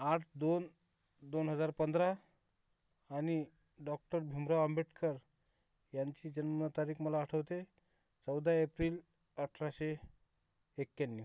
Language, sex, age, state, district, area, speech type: Marathi, male, 30-45, Maharashtra, Akola, urban, spontaneous